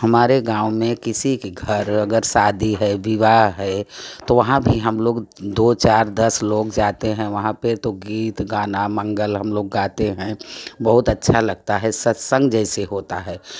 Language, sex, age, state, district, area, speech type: Hindi, female, 60+, Uttar Pradesh, Prayagraj, rural, spontaneous